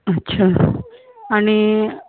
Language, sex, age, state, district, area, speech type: Marathi, female, 30-45, Maharashtra, Gondia, rural, conversation